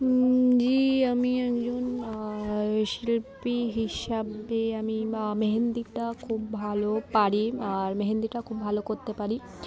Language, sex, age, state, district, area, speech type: Bengali, female, 18-30, West Bengal, Darjeeling, urban, spontaneous